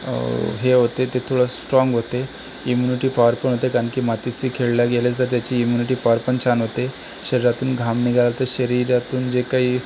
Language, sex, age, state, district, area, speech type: Marathi, male, 45-60, Maharashtra, Akola, urban, spontaneous